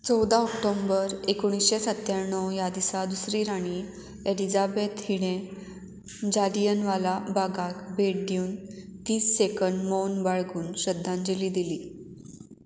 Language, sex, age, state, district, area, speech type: Goan Konkani, female, 18-30, Goa, Murmgao, urban, read